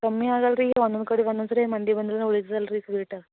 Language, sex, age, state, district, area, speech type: Kannada, female, 18-30, Karnataka, Gulbarga, urban, conversation